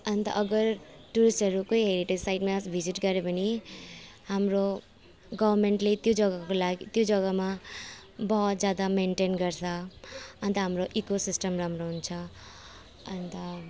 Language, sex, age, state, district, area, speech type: Nepali, female, 30-45, West Bengal, Alipurduar, urban, spontaneous